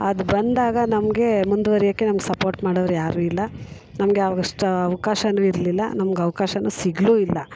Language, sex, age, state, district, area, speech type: Kannada, female, 45-60, Karnataka, Mysore, urban, spontaneous